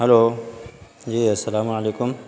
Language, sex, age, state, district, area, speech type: Urdu, male, 45-60, Bihar, Gaya, urban, spontaneous